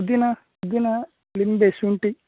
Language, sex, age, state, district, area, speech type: Kannada, male, 18-30, Karnataka, Udupi, rural, conversation